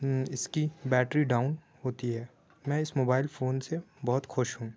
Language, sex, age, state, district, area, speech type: Urdu, male, 18-30, Uttar Pradesh, Aligarh, urban, spontaneous